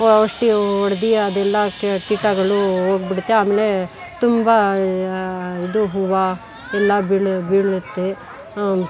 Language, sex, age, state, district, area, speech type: Kannada, female, 45-60, Karnataka, Bangalore Urban, rural, spontaneous